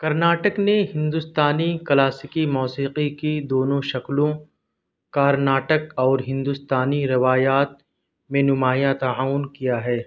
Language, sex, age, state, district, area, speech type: Urdu, male, 30-45, Delhi, South Delhi, rural, read